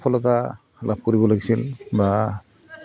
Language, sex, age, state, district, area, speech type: Assamese, male, 45-60, Assam, Goalpara, urban, spontaneous